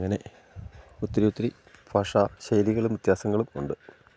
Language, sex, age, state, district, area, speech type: Malayalam, male, 45-60, Kerala, Idukki, rural, spontaneous